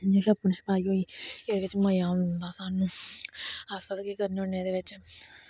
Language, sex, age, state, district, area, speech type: Dogri, female, 60+, Jammu and Kashmir, Reasi, rural, spontaneous